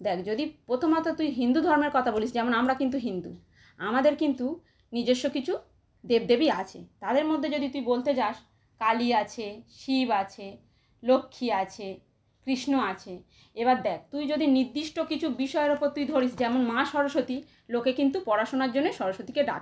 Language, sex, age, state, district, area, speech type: Bengali, female, 30-45, West Bengal, Howrah, urban, spontaneous